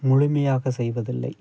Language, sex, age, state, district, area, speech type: Tamil, male, 30-45, Tamil Nadu, Thanjavur, rural, spontaneous